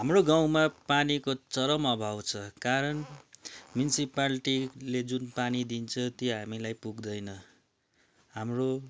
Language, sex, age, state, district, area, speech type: Nepali, male, 30-45, West Bengal, Darjeeling, rural, spontaneous